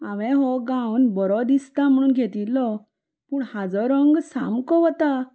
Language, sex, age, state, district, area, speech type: Goan Konkani, female, 30-45, Goa, Salcete, rural, spontaneous